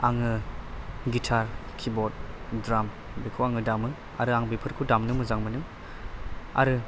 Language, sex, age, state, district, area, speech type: Bodo, male, 18-30, Assam, Chirang, urban, spontaneous